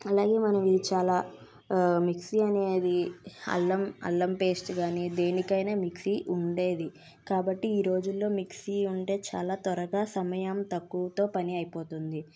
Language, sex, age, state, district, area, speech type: Telugu, female, 18-30, Andhra Pradesh, N T Rama Rao, urban, spontaneous